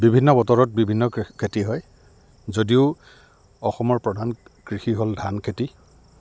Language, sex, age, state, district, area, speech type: Assamese, male, 45-60, Assam, Goalpara, urban, spontaneous